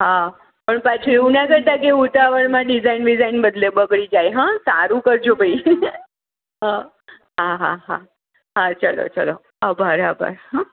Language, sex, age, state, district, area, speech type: Gujarati, female, 45-60, Gujarat, Kheda, rural, conversation